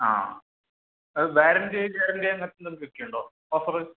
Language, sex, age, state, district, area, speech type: Malayalam, male, 18-30, Kerala, Kannur, rural, conversation